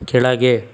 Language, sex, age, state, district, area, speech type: Kannada, male, 45-60, Karnataka, Chikkaballapur, urban, read